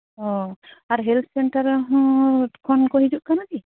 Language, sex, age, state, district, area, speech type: Santali, female, 30-45, West Bengal, Jhargram, rural, conversation